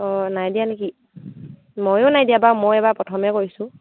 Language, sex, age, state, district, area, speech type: Assamese, female, 18-30, Assam, Dibrugarh, rural, conversation